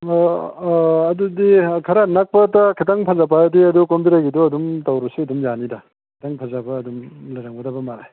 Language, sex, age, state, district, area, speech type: Manipuri, male, 45-60, Manipur, Bishnupur, rural, conversation